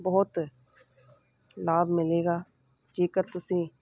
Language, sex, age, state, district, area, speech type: Punjabi, female, 30-45, Punjab, Hoshiarpur, urban, spontaneous